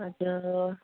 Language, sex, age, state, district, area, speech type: Nepali, female, 30-45, West Bengal, Kalimpong, rural, conversation